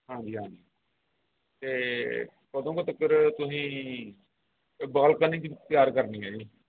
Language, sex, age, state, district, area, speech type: Punjabi, male, 30-45, Punjab, Gurdaspur, urban, conversation